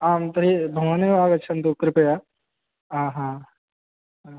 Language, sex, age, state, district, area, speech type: Sanskrit, male, 18-30, Bihar, East Champaran, urban, conversation